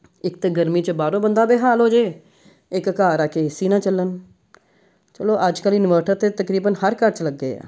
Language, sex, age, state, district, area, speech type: Punjabi, female, 45-60, Punjab, Amritsar, urban, spontaneous